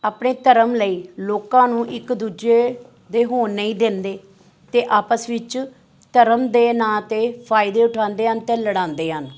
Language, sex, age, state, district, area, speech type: Punjabi, female, 45-60, Punjab, Amritsar, urban, spontaneous